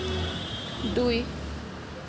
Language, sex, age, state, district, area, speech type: Assamese, female, 18-30, Assam, Kamrup Metropolitan, urban, read